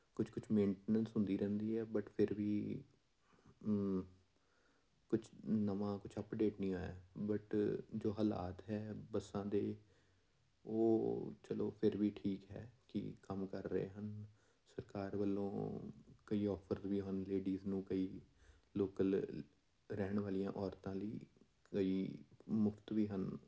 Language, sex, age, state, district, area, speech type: Punjabi, male, 30-45, Punjab, Amritsar, urban, spontaneous